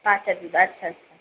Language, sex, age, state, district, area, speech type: Bengali, female, 30-45, West Bengal, Kolkata, urban, conversation